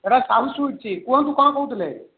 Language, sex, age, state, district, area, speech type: Odia, male, 30-45, Odisha, Puri, urban, conversation